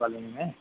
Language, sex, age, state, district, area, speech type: Hindi, male, 30-45, Madhya Pradesh, Harda, urban, conversation